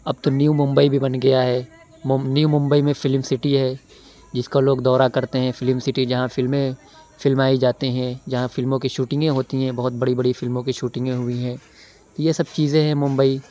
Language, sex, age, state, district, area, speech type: Urdu, male, 18-30, Uttar Pradesh, Lucknow, urban, spontaneous